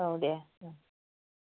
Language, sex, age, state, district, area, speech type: Bodo, female, 45-60, Assam, Chirang, rural, conversation